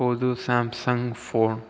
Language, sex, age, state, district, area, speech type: Tamil, male, 18-30, Tamil Nadu, Viluppuram, urban, read